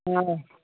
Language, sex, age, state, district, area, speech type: Sindhi, female, 45-60, Uttar Pradesh, Lucknow, urban, conversation